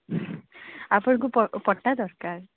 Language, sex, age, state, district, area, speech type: Odia, female, 45-60, Odisha, Sundergarh, rural, conversation